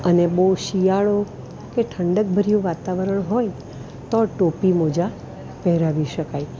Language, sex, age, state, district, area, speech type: Gujarati, female, 60+, Gujarat, Valsad, urban, spontaneous